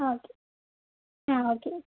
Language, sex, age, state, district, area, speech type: Malayalam, female, 18-30, Kerala, Idukki, rural, conversation